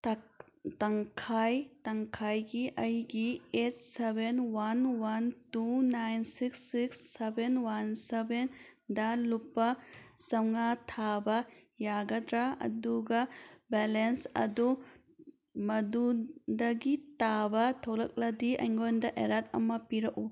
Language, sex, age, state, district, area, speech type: Manipuri, female, 30-45, Manipur, Thoubal, rural, read